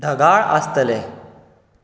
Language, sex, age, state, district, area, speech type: Goan Konkani, male, 18-30, Goa, Bardez, urban, read